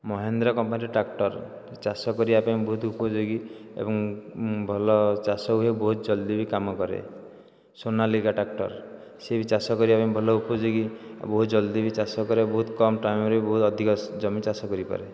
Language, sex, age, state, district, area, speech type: Odia, male, 30-45, Odisha, Dhenkanal, rural, spontaneous